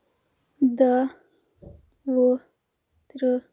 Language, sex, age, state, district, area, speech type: Kashmiri, female, 18-30, Jammu and Kashmir, Anantnag, rural, spontaneous